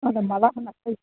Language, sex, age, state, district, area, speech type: Bodo, female, 60+, Assam, Kokrajhar, rural, conversation